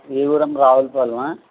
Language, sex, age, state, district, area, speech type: Telugu, male, 60+, Andhra Pradesh, Eluru, rural, conversation